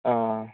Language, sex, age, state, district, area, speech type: Malayalam, male, 18-30, Kerala, Wayanad, rural, conversation